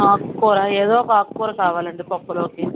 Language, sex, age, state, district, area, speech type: Telugu, female, 45-60, Telangana, Mancherial, urban, conversation